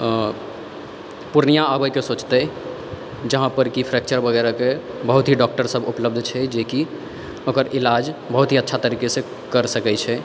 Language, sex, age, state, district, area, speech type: Maithili, male, 18-30, Bihar, Purnia, rural, spontaneous